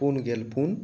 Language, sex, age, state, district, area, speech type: Santali, male, 18-30, West Bengal, Bankura, rural, spontaneous